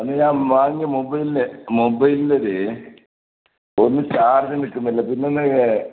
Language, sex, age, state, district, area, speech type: Malayalam, male, 45-60, Kerala, Kasaragod, urban, conversation